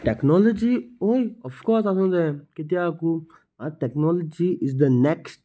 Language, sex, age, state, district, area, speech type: Goan Konkani, male, 18-30, Goa, Salcete, rural, spontaneous